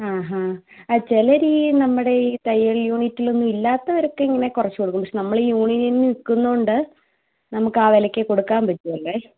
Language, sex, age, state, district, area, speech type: Malayalam, female, 18-30, Kerala, Idukki, rural, conversation